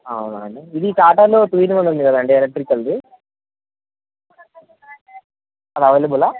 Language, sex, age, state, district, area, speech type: Telugu, male, 18-30, Andhra Pradesh, Anantapur, urban, conversation